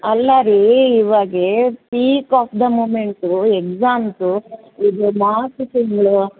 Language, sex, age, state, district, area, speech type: Kannada, female, 60+, Karnataka, Bellary, rural, conversation